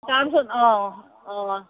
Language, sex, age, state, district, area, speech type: Assamese, female, 45-60, Assam, Morigaon, rural, conversation